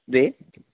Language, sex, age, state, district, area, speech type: Sanskrit, male, 18-30, Kerala, Thiruvananthapuram, urban, conversation